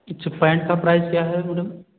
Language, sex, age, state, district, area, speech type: Hindi, male, 18-30, Uttar Pradesh, Jaunpur, urban, conversation